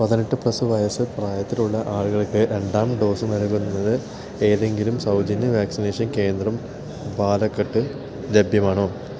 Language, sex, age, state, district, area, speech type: Malayalam, male, 18-30, Kerala, Palakkad, rural, read